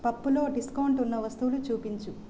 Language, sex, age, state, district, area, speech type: Telugu, female, 30-45, Andhra Pradesh, Sri Balaji, rural, read